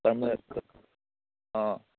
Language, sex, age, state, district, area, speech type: Manipuri, male, 30-45, Manipur, Churachandpur, rural, conversation